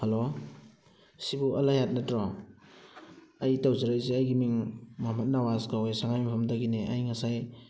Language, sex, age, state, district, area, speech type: Manipuri, male, 30-45, Manipur, Thoubal, rural, spontaneous